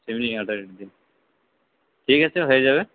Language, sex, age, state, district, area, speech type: Bengali, male, 18-30, West Bengal, Purulia, rural, conversation